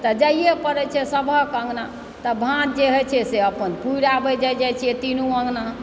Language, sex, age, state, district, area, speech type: Maithili, male, 60+, Bihar, Supaul, rural, spontaneous